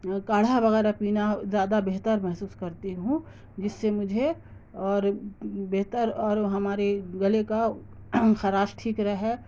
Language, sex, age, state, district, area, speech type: Urdu, female, 30-45, Bihar, Darbhanga, rural, spontaneous